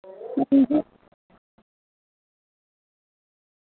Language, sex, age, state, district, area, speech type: Dogri, female, 30-45, Jammu and Kashmir, Samba, rural, conversation